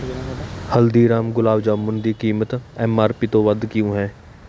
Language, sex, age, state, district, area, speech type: Punjabi, male, 18-30, Punjab, Kapurthala, urban, read